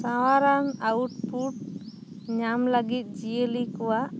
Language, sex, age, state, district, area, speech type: Santali, female, 30-45, West Bengal, Bankura, rural, spontaneous